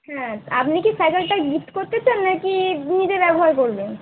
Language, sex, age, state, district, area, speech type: Bengali, female, 18-30, West Bengal, Dakshin Dinajpur, urban, conversation